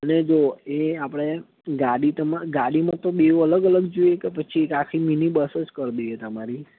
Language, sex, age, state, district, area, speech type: Gujarati, male, 18-30, Gujarat, Anand, rural, conversation